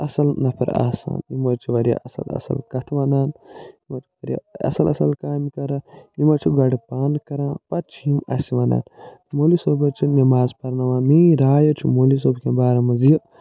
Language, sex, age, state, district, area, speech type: Kashmiri, male, 45-60, Jammu and Kashmir, Budgam, urban, spontaneous